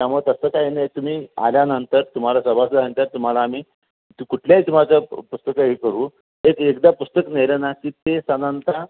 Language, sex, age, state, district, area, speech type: Marathi, male, 60+, Maharashtra, Sangli, rural, conversation